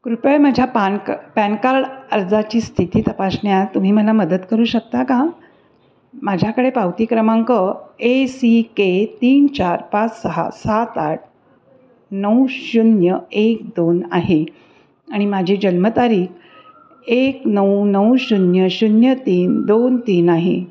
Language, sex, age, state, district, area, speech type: Marathi, female, 60+, Maharashtra, Pune, urban, read